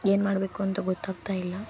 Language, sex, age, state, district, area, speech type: Kannada, female, 18-30, Karnataka, Uttara Kannada, rural, spontaneous